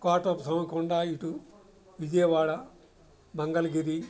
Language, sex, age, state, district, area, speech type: Telugu, male, 60+, Andhra Pradesh, Guntur, urban, spontaneous